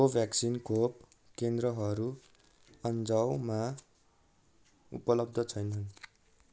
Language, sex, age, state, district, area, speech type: Nepali, male, 45-60, West Bengal, Darjeeling, rural, read